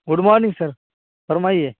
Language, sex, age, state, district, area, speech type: Urdu, male, 18-30, Uttar Pradesh, Saharanpur, urban, conversation